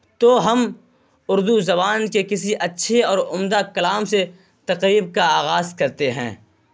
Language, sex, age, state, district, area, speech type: Urdu, male, 18-30, Bihar, Purnia, rural, spontaneous